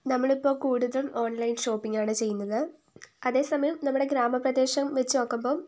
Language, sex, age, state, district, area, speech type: Malayalam, female, 18-30, Kerala, Wayanad, rural, spontaneous